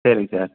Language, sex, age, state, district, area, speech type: Tamil, male, 30-45, Tamil Nadu, Salem, urban, conversation